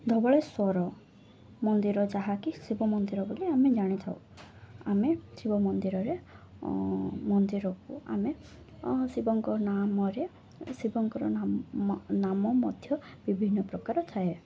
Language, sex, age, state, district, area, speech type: Odia, female, 18-30, Odisha, Koraput, urban, spontaneous